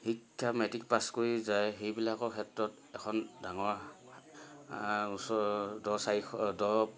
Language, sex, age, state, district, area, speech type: Assamese, male, 30-45, Assam, Sivasagar, rural, spontaneous